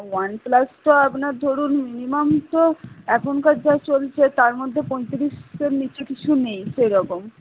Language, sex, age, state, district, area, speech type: Bengali, female, 60+, West Bengal, Purba Bardhaman, rural, conversation